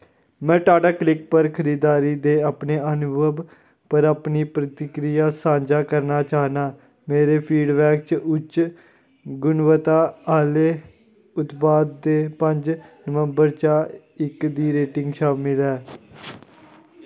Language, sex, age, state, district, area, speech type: Dogri, male, 30-45, Jammu and Kashmir, Kathua, rural, read